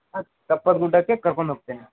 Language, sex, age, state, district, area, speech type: Kannada, male, 30-45, Karnataka, Gadag, rural, conversation